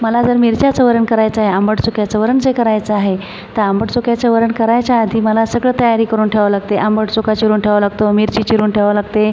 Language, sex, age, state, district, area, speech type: Marathi, female, 45-60, Maharashtra, Buldhana, rural, spontaneous